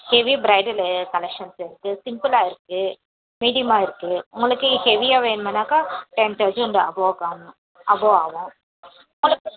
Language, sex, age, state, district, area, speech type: Tamil, female, 18-30, Tamil Nadu, Tiruvallur, urban, conversation